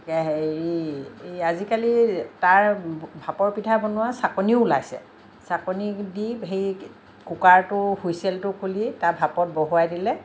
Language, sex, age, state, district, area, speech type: Assamese, female, 60+, Assam, Lakhimpur, rural, spontaneous